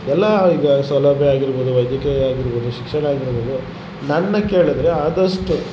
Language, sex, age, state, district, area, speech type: Kannada, male, 30-45, Karnataka, Vijayanagara, rural, spontaneous